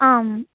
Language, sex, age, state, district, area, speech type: Sanskrit, female, 18-30, Telangana, Hyderabad, urban, conversation